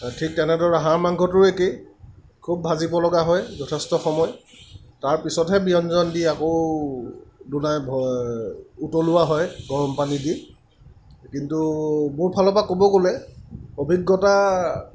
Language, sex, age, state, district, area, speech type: Assamese, male, 30-45, Assam, Lakhimpur, rural, spontaneous